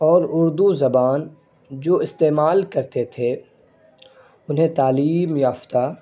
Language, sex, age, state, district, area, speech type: Urdu, male, 18-30, Bihar, Saharsa, urban, spontaneous